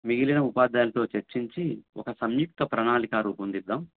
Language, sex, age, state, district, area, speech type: Telugu, male, 45-60, Andhra Pradesh, Sri Satya Sai, urban, conversation